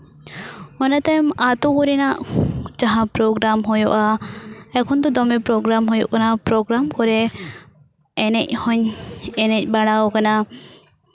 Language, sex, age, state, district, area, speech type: Santali, female, 18-30, West Bengal, Purba Bardhaman, rural, spontaneous